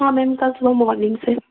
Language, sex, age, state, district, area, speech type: Hindi, female, 18-30, Madhya Pradesh, Chhindwara, urban, conversation